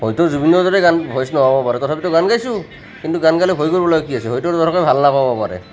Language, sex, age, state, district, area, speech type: Assamese, male, 30-45, Assam, Nalbari, rural, spontaneous